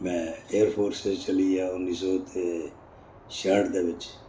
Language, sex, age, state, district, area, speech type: Dogri, male, 60+, Jammu and Kashmir, Reasi, urban, spontaneous